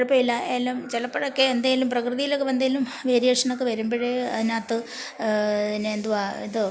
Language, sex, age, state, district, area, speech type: Malayalam, female, 45-60, Kerala, Kollam, rural, spontaneous